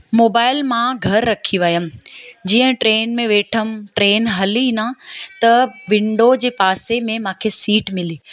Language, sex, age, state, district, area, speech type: Sindhi, female, 30-45, Gujarat, Surat, urban, spontaneous